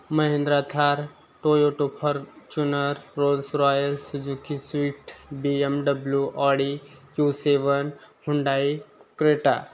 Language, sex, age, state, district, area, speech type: Marathi, male, 18-30, Maharashtra, Osmanabad, rural, spontaneous